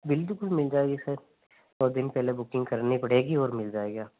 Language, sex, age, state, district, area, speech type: Hindi, male, 18-30, Rajasthan, Nagaur, rural, conversation